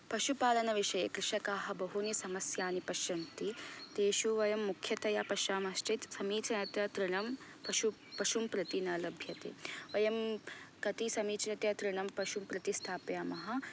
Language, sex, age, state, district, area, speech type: Sanskrit, female, 18-30, Karnataka, Belgaum, urban, spontaneous